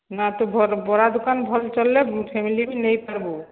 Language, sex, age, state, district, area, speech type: Odia, female, 45-60, Odisha, Sambalpur, rural, conversation